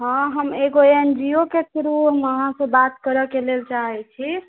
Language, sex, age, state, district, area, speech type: Maithili, female, 30-45, Bihar, Sitamarhi, urban, conversation